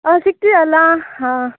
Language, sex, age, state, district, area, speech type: Kannada, female, 18-30, Karnataka, Uttara Kannada, rural, conversation